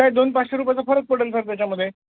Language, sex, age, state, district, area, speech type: Marathi, male, 30-45, Maharashtra, Nanded, rural, conversation